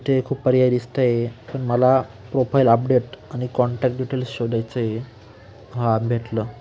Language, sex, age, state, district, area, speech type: Marathi, male, 18-30, Maharashtra, Nashik, urban, spontaneous